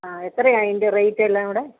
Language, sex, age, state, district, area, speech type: Malayalam, female, 45-60, Kerala, Kottayam, rural, conversation